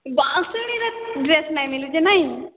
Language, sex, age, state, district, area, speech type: Odia, female, 60+, Odisha, Boudh, rural, conversation